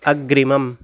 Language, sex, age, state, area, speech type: Sanskrit, male, 18-30, Delhi, rural, read